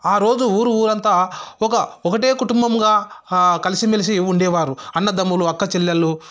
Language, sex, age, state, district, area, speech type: Telugu, male, 30-45, Telangana, Sangareddy, rural, spontaneous